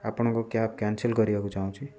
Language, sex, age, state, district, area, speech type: Odia, male, 18-30, Odisha, Kendujhar, urban, spontaneous